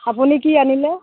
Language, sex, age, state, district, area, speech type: Assamese, female, 60+, Assam, Darrang, rural, conversation